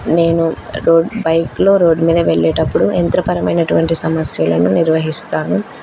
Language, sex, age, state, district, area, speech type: Telugu, female, 18-30, Andhra Pradesh, Kurnool, rural, spontaneous